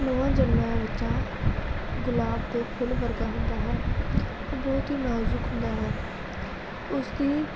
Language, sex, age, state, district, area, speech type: Punjabi, female, 18-30, Punjab, Pathankot, urban, spontaneous